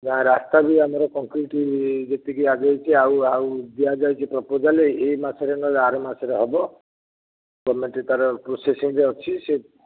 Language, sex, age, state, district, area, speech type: Odia, male, 60+, Odisha, Jajpur, rural, conversation